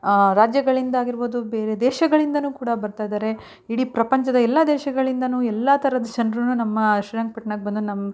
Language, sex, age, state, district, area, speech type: Kannada, female, 30-45, Karnataka, Mandya, rural, spontaneous